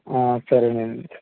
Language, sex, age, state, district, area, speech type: Telugu, male, 18-30, Andhra Pradesh, Kakinada, rural, conversation